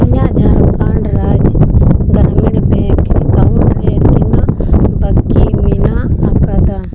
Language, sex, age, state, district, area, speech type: Santali, female, 18-30, Jharkhand, Seraikela Kharsawan, rural, read